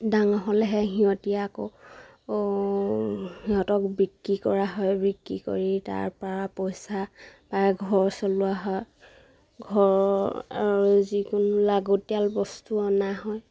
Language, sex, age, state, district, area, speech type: Assamese, female, 30-45, Assam, Sivasagar, rural, spontaneous